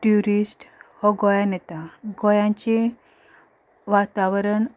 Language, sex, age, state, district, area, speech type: Goan Konkani, female, 30-45, Goa, Ponda, rural, spontaneous